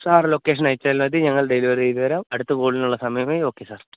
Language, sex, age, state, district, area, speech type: Malayalam, male, 18-30, Kerala, Wayanad, rural, conversation